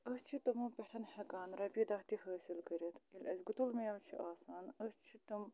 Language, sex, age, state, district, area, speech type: Kashmiri, female, 45-60, Jammu and Kashmir, Budgam, rural, spontaneous